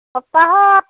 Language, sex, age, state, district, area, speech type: Assamese, female, 45-60, Assam, Dhemaji, rural, conversation